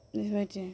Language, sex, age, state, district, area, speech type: Bodo, female, 18-30, Assam, Kokrajhar, urban, spontaneous